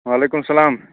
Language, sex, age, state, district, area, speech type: Kashmiri, male, 18-30, Jammu and Kashmir, Budgam, rural, conversation